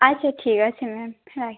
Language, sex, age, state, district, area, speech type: Bengali, female, 18-30, West Bengal, Birbhum, urban, conversation